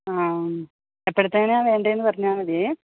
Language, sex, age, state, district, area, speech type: Malayalam, female, 45-60, Kerala, Idukki, rural, conversation